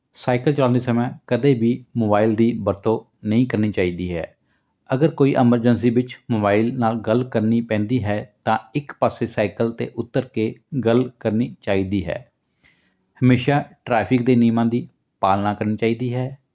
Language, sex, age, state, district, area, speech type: Punjabi, male, 45-60, Punjab, Fatehgarh Sahib, rural, spontaneous